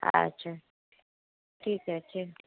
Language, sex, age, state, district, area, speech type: Bengali, female, 60+, West Bengal, Dakshin Dinajpur, rural, conversation